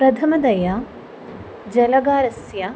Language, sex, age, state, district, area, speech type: Sanskrit, female, 18-30, Kerala, Thrissur, rural, spontaneous